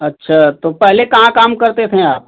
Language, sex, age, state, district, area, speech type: Hindi, male, 30-45, Uttar Pradesh, Mau, urban, conversation